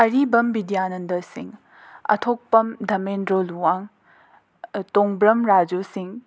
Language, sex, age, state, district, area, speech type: Manipuri, female, 30-45, Manipur, Imphal West, urban, spontaneous